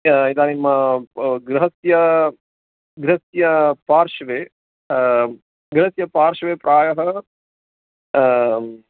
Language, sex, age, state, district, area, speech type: Sanskrit, male, 45-60, Karnataka, Bangalore Urban, urban, conversation